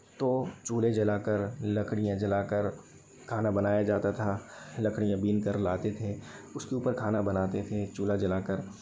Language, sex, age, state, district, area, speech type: Hindi, male, 30-45, Madhya Pradesh, Bhopal, urban, spontaneous